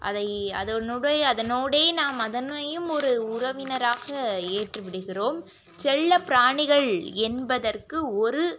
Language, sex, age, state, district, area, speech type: Tamil, female, 18-30, Tamil Nadu, Sivaganga, rural, spontaneous